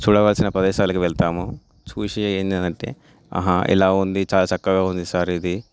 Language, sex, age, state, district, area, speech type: Telugu, male, 18-30, Telangana, Nalgonda, urban, spontaneous